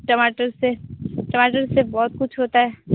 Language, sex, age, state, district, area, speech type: Hindi, female, 18-30, Bihar, Vaishali, rural, conversation